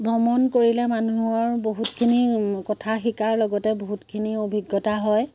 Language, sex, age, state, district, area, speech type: Assamese, female, 30-45, Assam, Majuli, urban, spontaneous